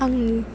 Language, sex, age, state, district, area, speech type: Bodo, female, 18-30, Assam, Chirang, rural, spontaneous